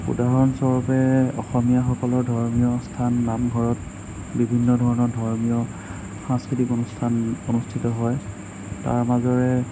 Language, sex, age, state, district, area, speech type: Assamese, male, 18-30, Assam, Sonitpur, rural, spontaneous